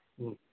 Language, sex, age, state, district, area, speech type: Manipuri, male, 45-60, Manipur, Thoubal, rural, conversation